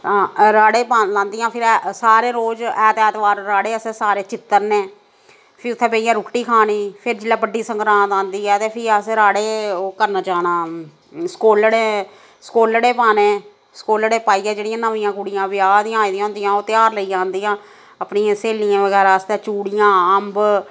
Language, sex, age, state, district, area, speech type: Dogri, female, 45-60, Jammu and Kashmir, Samba, rural, spontaneous